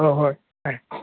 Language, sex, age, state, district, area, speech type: Manipuri, male, 60+, Manipur, Kangpokpi, urban, conversation